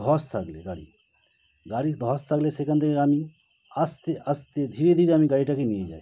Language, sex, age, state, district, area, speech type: Bengali, male, 30-45, West Bengal, Howrah, urban, spontaneous